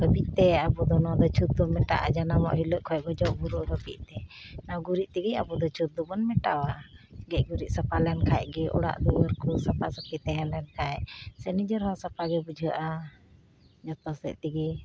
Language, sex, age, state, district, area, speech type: Santali, female, 45-60, West Bengal, Uttar Dinajpur, rural, spontaneous